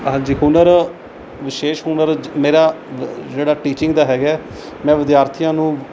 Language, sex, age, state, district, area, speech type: Punjabi, male, 45-60, Punjab, Mohali, urban, spontaneous